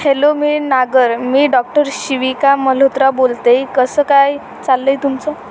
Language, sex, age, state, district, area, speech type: Marathi, female, 30-45, Maharashtra, Wardha, rural, read